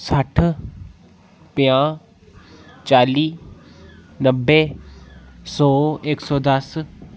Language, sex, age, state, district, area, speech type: Dogri, male, 30-45, Jammu and Kashmir, Udhampur, rural, spontaneous